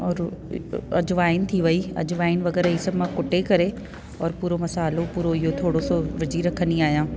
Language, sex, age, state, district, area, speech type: Sindhi, female, 30-45, Delhi, South Delhi, urban, spontaneous